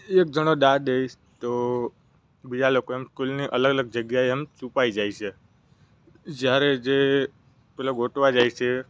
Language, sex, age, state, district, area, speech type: Gujarati, male, 18-30, Gujarat, Narmada, rural, spontaneous